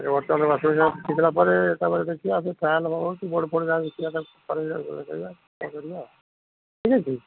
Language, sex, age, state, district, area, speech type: Odia, male, 60+, Odisha, Gajapati, rural, conversation